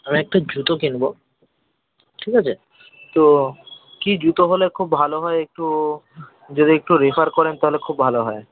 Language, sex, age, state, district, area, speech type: Bengali, male, 30-45, West Bengal, South 24 Parganas, rural, conversation